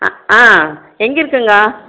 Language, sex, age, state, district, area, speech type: Tamil, female, 60+, Tamil Nadu, Krishnagiri, rural, conversation